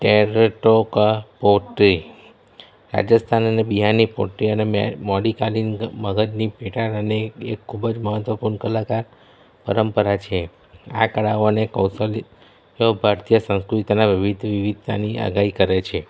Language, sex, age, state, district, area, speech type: Gujarati, male, 30-45, Gujarat, Kheda, rural, spontaneous